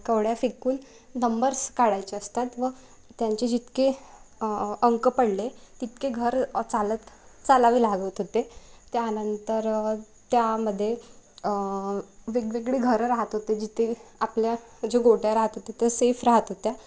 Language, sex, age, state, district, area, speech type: Marathi, female, 18-30, Maharashtra, Wardha, rural, spontaneous